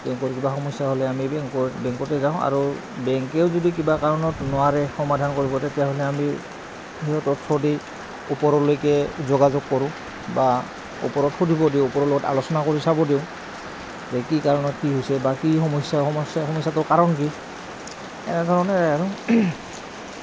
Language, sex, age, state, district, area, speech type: Assamese, male, 30-45, Assam, Goalpara, urban, spontaneous